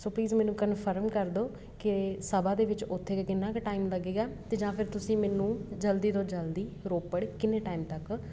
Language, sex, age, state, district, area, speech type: Punjabi, female, 30-45, Punjab, Patiala, urban, spontaneous